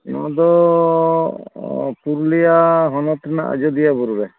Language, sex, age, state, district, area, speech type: Santali, male, 45-60, West Bengal, Purulia, rural, conversation